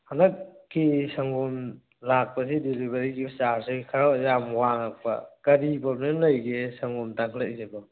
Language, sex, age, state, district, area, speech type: Manipuri, male, 18-30, Manipur, Thoubal, rural, conversation